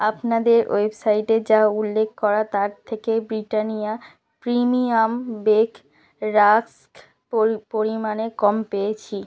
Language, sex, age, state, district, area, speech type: Bengali, female, 18-30, West Bengal, South 24 Parganas, rural, read